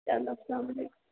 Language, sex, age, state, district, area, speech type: Kashmiri, female, 30-45, Jammu and Kashmir, Srinagar, urban, conversation